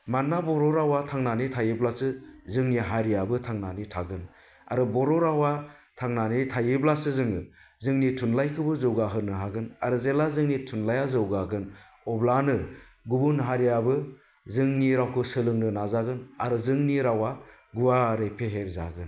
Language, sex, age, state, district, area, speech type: Bodo, male, 45-60, Assam, Baksa, rural, spontaneous